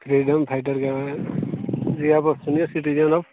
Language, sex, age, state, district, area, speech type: Maithili, male, 30-45, Bihar, Sitamarhi, rural, conversation